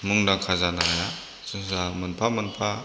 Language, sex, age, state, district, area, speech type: Bodo, male, 30-45, Assam, Chirang, rural, spontaneous